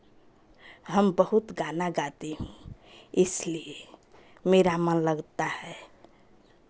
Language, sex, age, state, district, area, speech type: Hindi, female, 45-60, Uttar Pradesh, Chandauli, rural, spontaneous